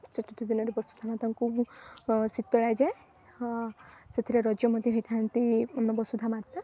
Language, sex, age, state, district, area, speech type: Odia, female, 18-30, Odisha, Rayagada, rural, spontaneous